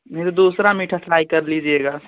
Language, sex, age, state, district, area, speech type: Hindi, male, 18-30, Uttar Pradesh, Prayagraj, urban, conversation